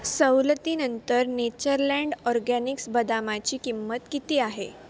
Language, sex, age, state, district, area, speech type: Marathi, female, 18-30, Maharashtra, Sindhudurg, rural, read